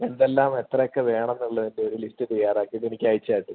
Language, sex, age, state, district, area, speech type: Malayalam, male, 30-45, Kerala, Wayanad, rural, conversation